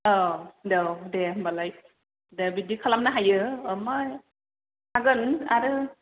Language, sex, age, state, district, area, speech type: Bodo, female, 45-60, Assam, Kokrajhar, rural, conversation